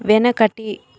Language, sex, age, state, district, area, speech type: Telugu, female, 18-30, Andhra Pradesh, Chittoor, urban, read